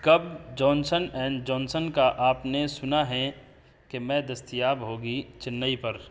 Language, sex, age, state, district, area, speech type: Urdu, male, 18-30, Uttar Pradesh, Saharanpur, urban, read